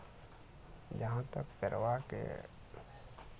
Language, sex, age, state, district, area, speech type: Maithili, male, 60+, Bihar, Araria, rural, spontaneous